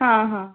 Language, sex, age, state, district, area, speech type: Kannada, female, 18-30, Karnataka, Shimoga, rural, conversation